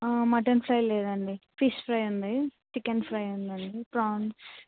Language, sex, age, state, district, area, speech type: Telugu, female, 18-30, Telangana, Adilabad, urban, conversation